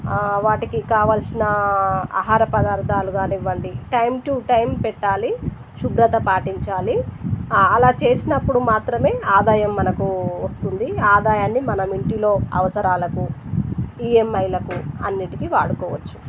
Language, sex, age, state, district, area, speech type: Telugu, female, 30-45, Telangana, Warangal, rural, spontaneous